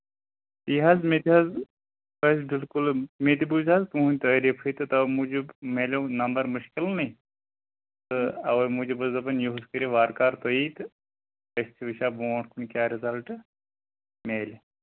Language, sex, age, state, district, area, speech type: Kashmiri, male, 18-30, Jammu and Kashmir, Anantnag, rural, conversation